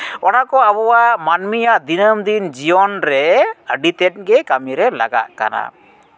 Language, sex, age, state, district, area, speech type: Santali, male, 30-45, West Bengal, Jhargram, rural, spontaneous